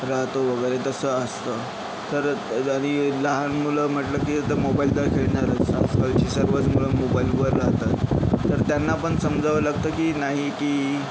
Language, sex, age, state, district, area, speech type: Marathi, male, 30-45, Maharashtra, Yavatmal, urban, spontaneous